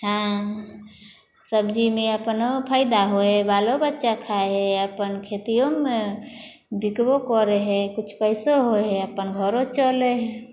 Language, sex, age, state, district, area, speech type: Maithili, female, 30-45, Bihar, Samastipur, urban, spontaneous